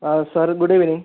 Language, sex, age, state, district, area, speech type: Malayalam, male, 18-30, Kerala, Kasaragod, rural, conversation